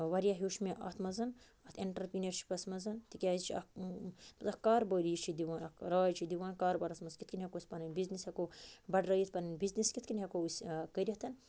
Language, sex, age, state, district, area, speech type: Kashmiri, male, 45-60, Jammu and Kashmir, Budgam, rural, spontaneous